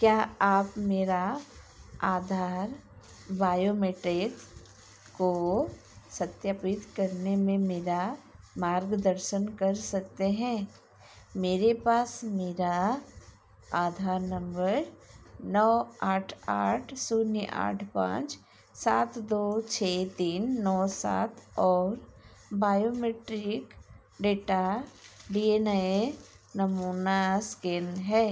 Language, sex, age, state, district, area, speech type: Hindi, female, 45-60, Madhya Pradesh, Chhindwara, rural, read